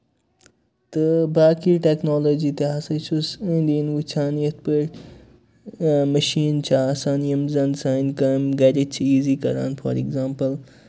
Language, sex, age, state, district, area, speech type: Kashmiri, male, 18-30, Jammu and Kashmir, Kupwara, rural, spontaneous